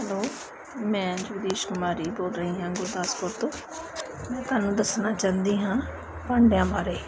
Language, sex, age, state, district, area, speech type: Punjabi, female, 30-45, Punjab, Gurdaspur, urban, spontaneous